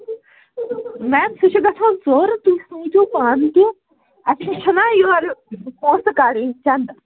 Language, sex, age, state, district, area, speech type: Kashmiri, female, 30-45, Jammu and Kashmir, Anantnag, rural, conversation